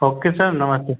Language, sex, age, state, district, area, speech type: Hindi, male, 30-45, Uttar Pradesh, Ghazipur, rural, conversation